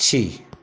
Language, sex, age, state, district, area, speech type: Hindi, male, 30-45, Bihar, Begusarai, urban, read